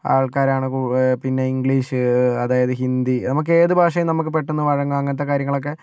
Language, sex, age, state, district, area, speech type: Malayalam, male, 30-45, Kerala, Kozhikode, urban, spontaneous